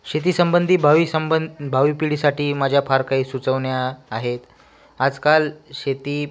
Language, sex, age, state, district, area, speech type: Marathi, male, 18-30, Maharashtra, Washim, rural, spontaneous